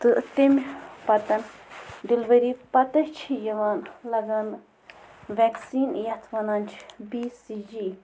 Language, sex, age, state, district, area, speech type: Kashmiri, female, 30-45, Jammu and Kashmir, Bandipora, rural, spontaneous